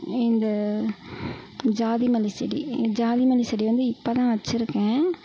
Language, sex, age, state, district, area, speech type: Tamil, female, 45-60, Tamil Nadu, Perambalur, urban, spontaneous